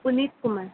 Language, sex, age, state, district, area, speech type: Telugu, female, 30-45, Andhra Pradesh, Vizianagaram, rural, conversation